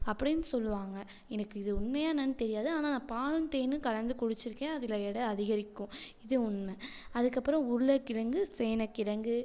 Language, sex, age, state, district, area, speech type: Tamil, female, 18-30, Tamil Nadu, Tiruchirappalli, rural, spontaneous